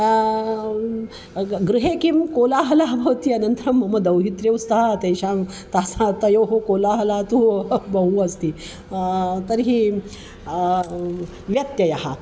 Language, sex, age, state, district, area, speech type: Sanskrit, female, 45-60, Maharashtra, Nagpur, urban, spontaneous